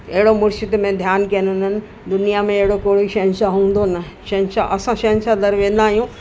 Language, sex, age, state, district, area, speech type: Sindhi, female, 60+, Delhi, South Delhi, urban, spontaneous